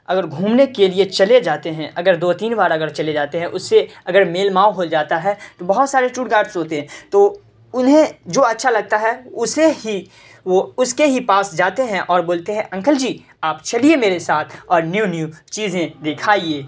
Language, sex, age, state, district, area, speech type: Urdu, male, 18-30, Bihar, Saharsa, rural, spontaneous